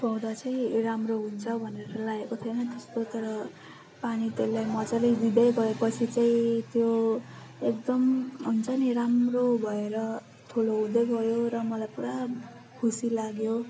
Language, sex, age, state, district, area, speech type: Nepali, female, 30-45, West Bengal, Darjeeling, rural, spontaneous